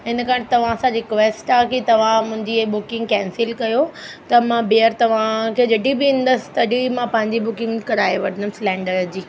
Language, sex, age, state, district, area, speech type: Sindhi, female, 30-45, Delhi, South Delhi, urban, spontaneous